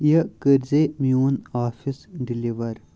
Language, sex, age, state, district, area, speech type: Kashmiri, male, 30-45, Jammu and Kashmir, Kupwara, rural, read